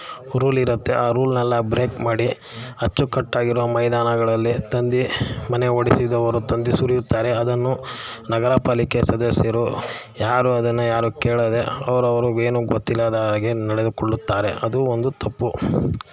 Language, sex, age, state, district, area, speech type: Kannada, male, 45-60, Karnataka, Mysore, rural, spontaneous